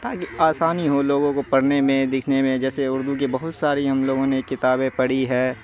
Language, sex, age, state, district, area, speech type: Urdu, male, 18-30, Bihar, Saharsa, rural, spontaneous